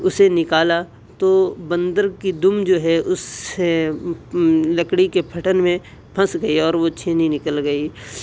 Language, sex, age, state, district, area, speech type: Urdu, male, 18-30, Delhi, South Delhi, urban, spontaneous